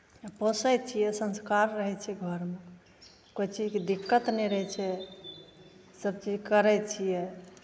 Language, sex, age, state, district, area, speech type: Maithili, female, 45-60, Bihar, Begusarai, rural, spontaneous